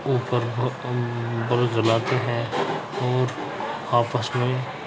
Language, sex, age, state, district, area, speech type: Urdu, male, 45-60, Uttar Pradesh, Muzaffarnagar, urban, spontaneous